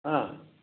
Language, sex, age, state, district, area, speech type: Manipuri, male, 60+, Manipur, Churachandpur, urban, conversation